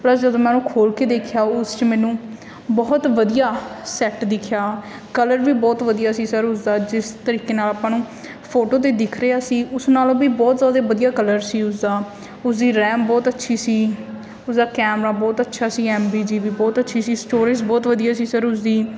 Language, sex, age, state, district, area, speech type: Punjabi, female, 18-30, Punjab, Mansa, rural, spontaneous